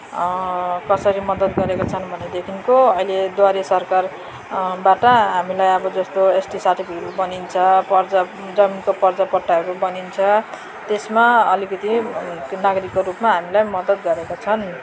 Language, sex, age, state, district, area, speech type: Nepali, female, 45-60, West Bengal, Darjeeling, rural, spontaneous